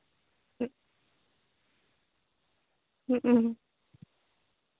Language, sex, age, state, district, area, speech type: Santali, female, 18-30, Jharkhand, Seraikela Kharsawan, rural, conversation